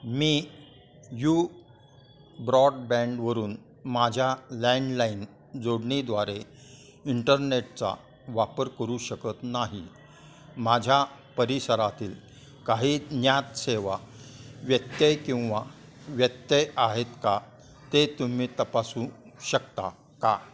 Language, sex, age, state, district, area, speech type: Marathi, male, 60+, Maharashtra, Kolhapur, urban, read